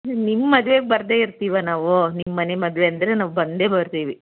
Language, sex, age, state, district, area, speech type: Kannada, female, 30-45, Karnataka, Bangalore Urban, urban, conversation